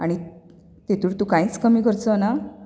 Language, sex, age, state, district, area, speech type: Goan Konkani, female, 30-45, Goa, Bardez, rural, spontaneous